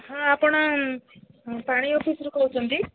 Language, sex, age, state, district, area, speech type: Odia, female, 60+, Odisha, Gajapati, rural, conversation